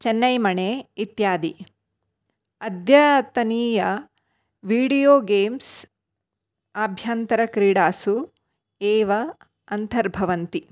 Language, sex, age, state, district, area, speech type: Sanskrit, female, 30-45, Karnataka, Dakshina Kannada, urban, spontaneous